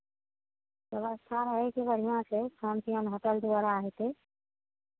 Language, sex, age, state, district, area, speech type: Maithili, female, 60+, Bihar, Araria, rural, conversation